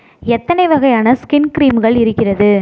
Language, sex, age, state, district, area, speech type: Tamil, female, 30-45, Tamil Nadu, Mayiladuthurai, urban, read